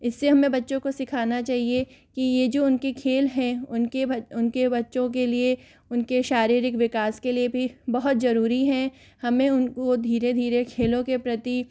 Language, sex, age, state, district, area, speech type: Hindi, female, 30-45, Rajasthan, Jodhpur, urban, spontaneous